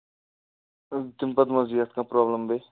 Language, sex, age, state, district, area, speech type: Kashmiri, male, 30-45, Jammu and Kashmir, Kupwara, urban, conversation